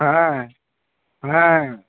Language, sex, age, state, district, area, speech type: Bengali, male, 60+, West Bengal, Nadia, rural, conversation